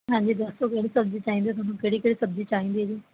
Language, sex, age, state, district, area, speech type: Punjabi, female, 18-30, Punjab, Barnala, rural, conversation